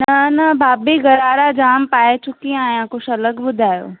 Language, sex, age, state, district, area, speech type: Sindhi, female, 18-30, Maharashtra, Thane, urban, conversation